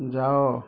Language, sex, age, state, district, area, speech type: Odia, male, 30-45, Odisha, Kendujhar, urban, read